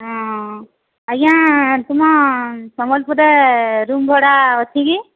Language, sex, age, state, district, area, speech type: Odia, female, 30-45, Odisha, Sambalpur, rural, conversation